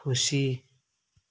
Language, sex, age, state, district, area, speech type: Nepali, male, 18-30, West Bengal, Darjeeling, rural, read